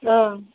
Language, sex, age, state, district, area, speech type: Bodo, female, 30-45, Assam, Chirang, urban, conversation